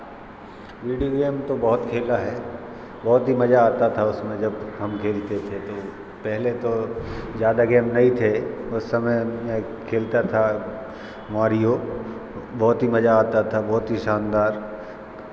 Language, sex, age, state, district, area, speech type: Hindi, male, 30-45, Madhya Pradesh, Hoshangabad, rural, spontaneous